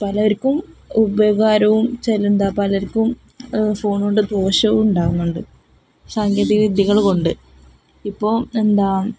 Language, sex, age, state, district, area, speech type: Malayalam, female, 18-30, Kerala, Palakkad, rural, spontaneous